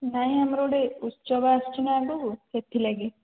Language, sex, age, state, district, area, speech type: Odia, female, 18-30, Odisha, Jajpur, rural, conversation